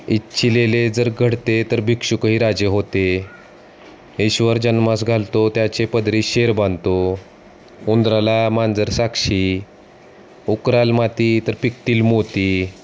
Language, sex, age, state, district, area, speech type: Marathi, male, 30-45, Maharashtra, Osmanabad, rural, spontaneous